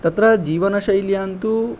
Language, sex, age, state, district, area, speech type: Sanskrit, male, 18-30, Odisha, Angul, rural, spontaneous